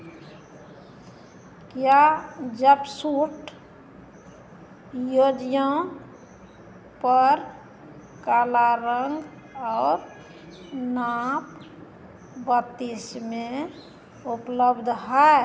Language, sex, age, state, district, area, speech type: Hindi, female, 60+, Bihar, Madhepura, rural, read